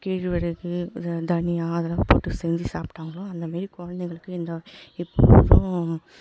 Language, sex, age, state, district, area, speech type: Tamil, female, 18-30, Tamil Nadu, Tiruvannamalai, rural, spontaneous